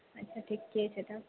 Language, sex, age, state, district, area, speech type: Maithili, female, 18-30, Bihar, Purnia, rural, conversation